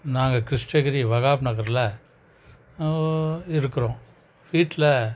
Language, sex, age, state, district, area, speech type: Tamil, male, 45-60, Tamil Nadu, Krishnagiri, rural, spontaneous